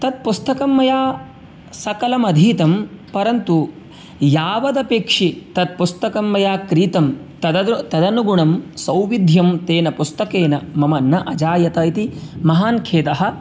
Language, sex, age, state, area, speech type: Sanskrit, male, 18-30, Uttar Pradesh, rural, spontaneous